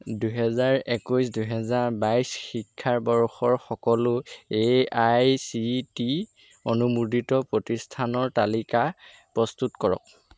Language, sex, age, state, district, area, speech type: Assamese, male, 18-30, Assam, Golaghat, urban, read